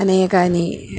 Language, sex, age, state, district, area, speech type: Sanskrit, female, 60+, Kerala, Kannur, urban, spontaneous